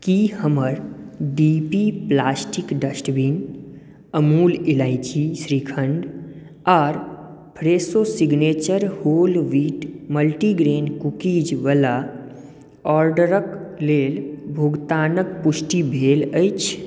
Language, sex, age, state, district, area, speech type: Maithili, male, 18-30, Bihar, Madhubani, rural, read